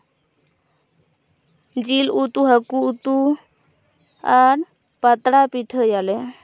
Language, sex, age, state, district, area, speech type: Santali, female, 18-30, West Bengal, Purulia, rural, spontaneous